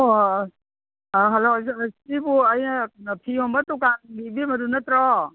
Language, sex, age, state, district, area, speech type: Manipuri, female, 60+, Manipur, Imphal East, urban, conversation